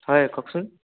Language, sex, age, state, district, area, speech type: Assamese, male, 18-30, Assam, Sonitpur, rural, conversation